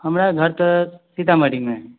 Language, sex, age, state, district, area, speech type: Maithili, male, 18-30, Bihar, Sitamarhi, urban, conversation